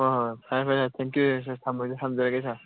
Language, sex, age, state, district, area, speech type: Manipuri, male, 30-45, Manipur, Kakching, rural, conversation